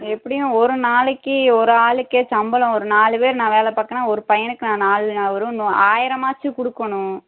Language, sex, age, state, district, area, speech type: Tamil, female, 30-45, Tamil Nadu, Madurai, urban, conversation